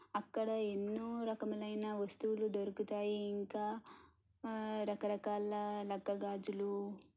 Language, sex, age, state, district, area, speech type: Telugu, female, 18-30, Telangana, Suryapet, urban, spontaneous